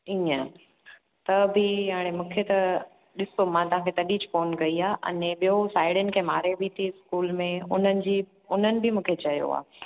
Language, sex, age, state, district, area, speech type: Sindhi, female, 30-45, Gujarat, Junagadh, urban, conversation